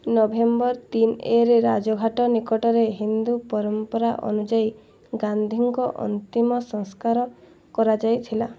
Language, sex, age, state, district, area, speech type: Odia, female, 18-30, Odisha, Boudh, rural, read